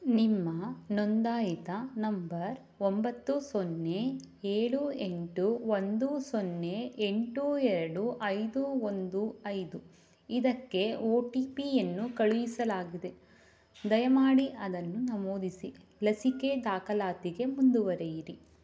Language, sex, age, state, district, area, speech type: Kannada, female, 18-30, Karnataka, Mandya, rural, read